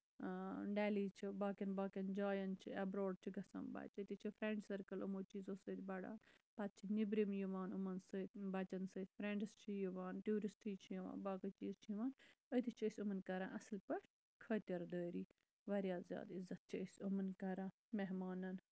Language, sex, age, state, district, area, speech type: Kashmiri, female, 30-45, Jammu and Kashmir, Bandipora, rural, spontaneous